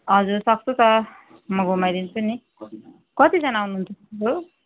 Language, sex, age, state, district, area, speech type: Nepali, female, 30-45, West Bengal, Darjeeling, rural, conversation